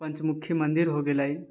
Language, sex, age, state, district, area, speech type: Maithili, male, 18-30, Bihar, Purnia, rural, spontaneous